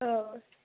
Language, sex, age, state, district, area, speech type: Bodo, female, 18-30, Assam, Kokrajhar, rural, conversation